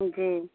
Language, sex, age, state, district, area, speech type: Hindi, female, 30-45, Bihar, Samastipur, urban, conversation